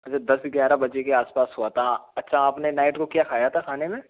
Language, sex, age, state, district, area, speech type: Hindi, male, 45-60, Rajasthan, Karauli, rural, conversation